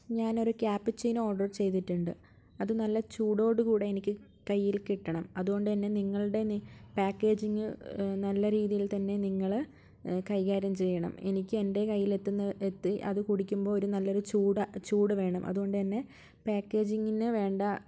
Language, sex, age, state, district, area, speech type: Malayalam, female, 30-45, Kerala, Wayanad, rural, spontaneous